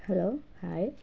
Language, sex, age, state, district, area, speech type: Telugu, female, 30-45, Telangana, Hanamkonda, rural, spontaneous